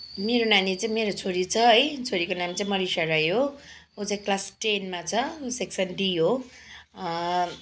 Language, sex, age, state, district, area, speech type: Nepali, female, 45-60, West Bengal, Kalimpong, rural, spontaneous